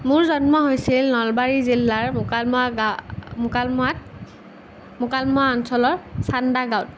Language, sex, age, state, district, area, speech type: Assamese, female, 18-30, Assam, Nalbari, rural, spontaneous